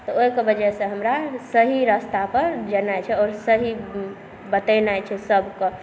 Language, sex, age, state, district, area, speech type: Maithili, female, 18-30, Bihar, Saharsa, rural, spontaneous